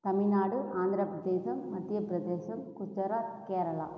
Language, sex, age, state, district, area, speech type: Tamil, female, 18-30, Tamil Nadu, Cuddalore, rural, spontaneous